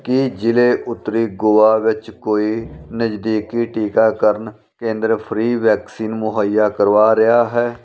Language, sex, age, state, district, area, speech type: Punjabi, male, 45-60, Punjab, Firozpur, rural, read